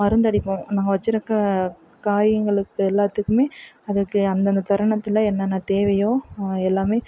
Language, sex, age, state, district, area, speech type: Tamil, female, 45-60, Tamil Nadu, Perambalur, rural, spontaneous